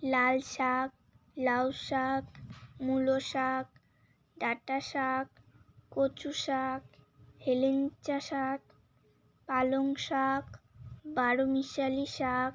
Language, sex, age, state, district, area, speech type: Bengali, female, 18-30, West Bengal, Alipurduar, rural, spontaneous